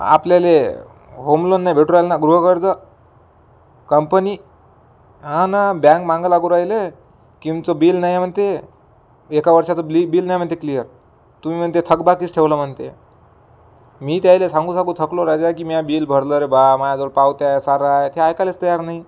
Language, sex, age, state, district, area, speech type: Marathi, male, 18-30, Maharashtra, Amravati, urban, spontaneous